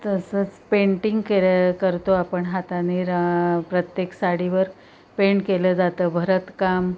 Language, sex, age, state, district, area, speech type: Marathi, female, 60+, Maharashtra, Palghar, urban, spontaneous